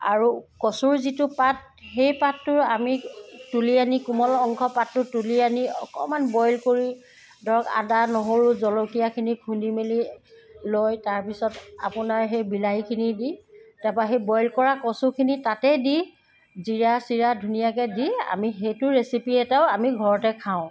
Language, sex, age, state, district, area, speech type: Assamese, female, 30-45, Assam, Sivasagar, rural, spontaneous